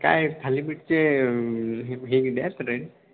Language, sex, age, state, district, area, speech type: Marathi, male, 18-30, Maharashtra, Akola, rural, conversation